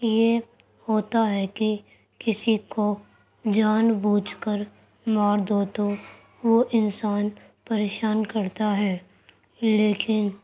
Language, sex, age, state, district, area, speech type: Urdu, female, 45-60, Delhi, Central Delhi, urban, spontaneous